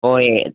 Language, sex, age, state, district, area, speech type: Malayalam, male, 18-30, Kerala, Malappuram, rural, conversation